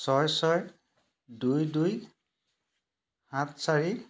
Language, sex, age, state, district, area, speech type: Assamese, male, 30-45, Assam, Dibrugarh, urban, read